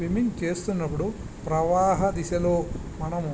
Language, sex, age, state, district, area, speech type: Telugu, male, 45-60, Andhra Pradesh, Visakhapatnam, urban, spontaneous